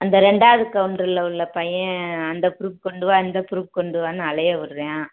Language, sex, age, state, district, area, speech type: Tamil, female, 45-60, Tamil Nadu, Madurai, rural, conversation